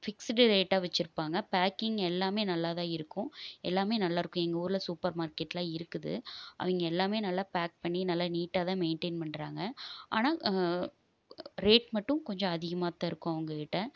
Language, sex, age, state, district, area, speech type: Tamil, female, 30-45, Tamil Nadu, Erode, rural, spontaneous